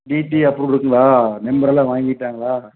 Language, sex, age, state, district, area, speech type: Tamil, male, 60+, Tamil Nadu, Erode, urban, conversation